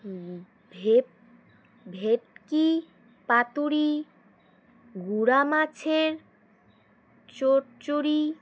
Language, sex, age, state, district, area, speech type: Bengali, female, 18-30, West Bengal, Alipurduar, rural, spontaneous